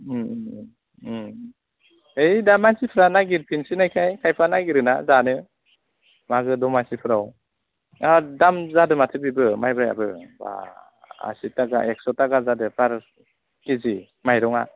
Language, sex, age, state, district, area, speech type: Bodo, male, 30-45, Assam, Udalguri, urban, conversation